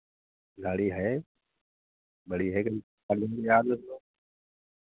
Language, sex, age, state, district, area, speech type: Hindi, male, 60+, Uttar Pradesh, Sitapur, rural, conversation